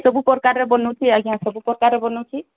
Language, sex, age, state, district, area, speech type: Odia, female, 45-60, Odisha, Sundergarh, rural, conversation